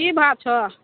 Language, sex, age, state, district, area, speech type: Maithili, female, 18-30, Bihar, Begusarai, rural, conversation